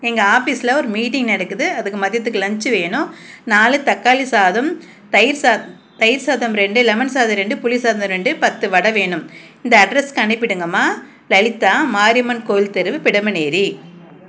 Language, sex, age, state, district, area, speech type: Tamil, female, 45-60, Tamil Nadu, Dharmapuri, urban, spontaneous